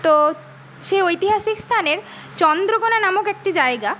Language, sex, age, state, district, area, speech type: Bengali, female, 18-30, West Bengal, Paschim Medinipur, rural, spontaneous